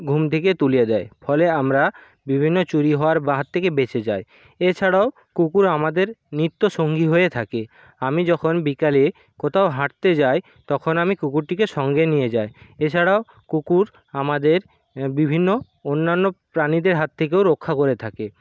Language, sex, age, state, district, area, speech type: Bengali, male, 45-60, West Bengal, Purba Medinipur, rural, spontaneous